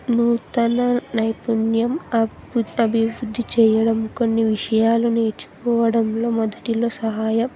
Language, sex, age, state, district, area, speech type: Telugu, female, 18-30, Telangana, Jayashankar, urban, spontaneous